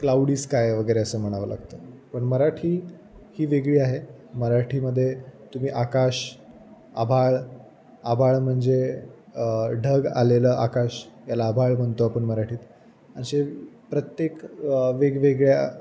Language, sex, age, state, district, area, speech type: Marathi, male, 18-30, Maharashtra, Jalna, rural, spontaneous